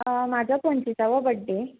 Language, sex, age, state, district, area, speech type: Goan Konkani, female, 18-30, Goa, Ponda, rural, conversation